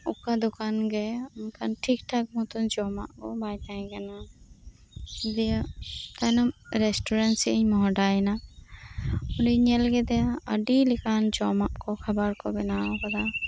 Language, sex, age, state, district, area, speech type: Santali, female, 18-30, West Bengal, Birbhum, rural, spontaneous